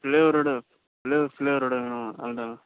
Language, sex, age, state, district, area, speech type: Tamil, male, 18-30, Tamil Nadu, Ranipet, rural, conversation